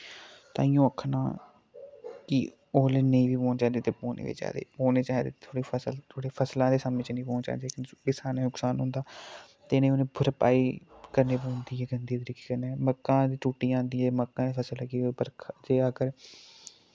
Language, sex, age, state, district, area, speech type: Dogri, male, 18-30, Jammu and Kashmir, Kathua, rural, spontaneous